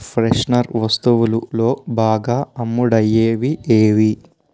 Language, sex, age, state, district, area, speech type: Telugu, male, 18-30, Telangana, Vikarabad, urban, read